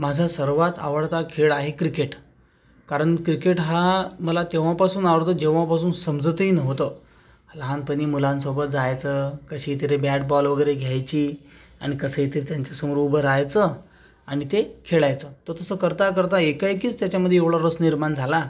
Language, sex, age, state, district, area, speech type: Marathi, male, 30-45, Maharashtra, Akola, rural, spontaneous